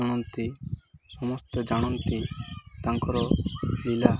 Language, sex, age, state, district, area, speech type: Odia, male, 18-30, Odisha, Malkangiri, rural, spontaneous